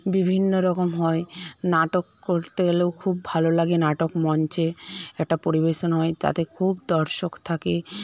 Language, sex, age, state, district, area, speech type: Bengali, female, 45-60, West Bengal, Paschim Medinipur, rural, spontaneous